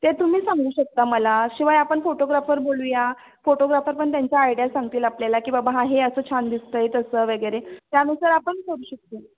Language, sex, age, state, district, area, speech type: Marathi, female, 30-45, Maharashtra, Sangli, urban, conversation